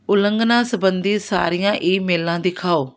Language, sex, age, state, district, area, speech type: Punjabi, female, 60+, Punjab, Amritsar, urban, read